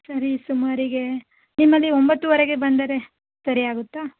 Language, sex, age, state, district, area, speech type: Kannada, female, 30-45, Karnataka, Davanagere, urban, conversation